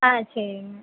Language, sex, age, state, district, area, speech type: Tamil, female, 18-30, Tamil Nadu, Tiruchirappalli, rural, conversation